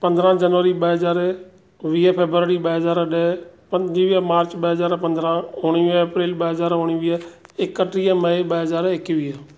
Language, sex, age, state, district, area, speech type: Sindhi, male, 45-60, Maharashtra, Thane, urban, spontaneous